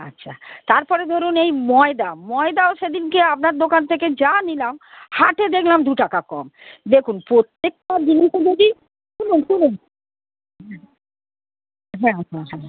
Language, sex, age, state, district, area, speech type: Bengali, female, 60+, West Bengal, North 24 Parganas, urban, conversation